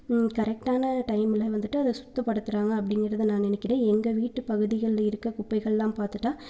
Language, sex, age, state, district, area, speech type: Tamil, female, 18-30, Tamil Nadu, Erode, rural, spontaneous